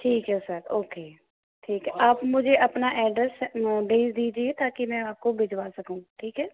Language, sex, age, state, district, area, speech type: Hindi, female, 18-30, Rajasthan, Jaipur, urban, conversation